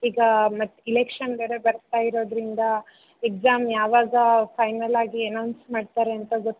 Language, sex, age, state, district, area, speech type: Kannada, female, 30-45, Karnataka, Uttara Kannada, rural, conversation